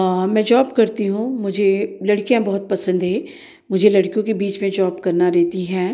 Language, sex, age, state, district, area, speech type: Hindi, female, 45-60, Madhya Pradesh, Ujjain, urban, spontaneous